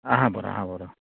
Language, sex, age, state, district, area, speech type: Goan Konkani, male, 45-60, Goa, Murmgao, rural, conversation